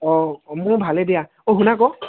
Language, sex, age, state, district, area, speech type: Assamese, male, 18-30, Assam, Tinsukia, urban, conversation